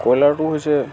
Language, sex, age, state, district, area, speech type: Assamese, male, 45-60, Assam, Charaideo, urban, spontaneous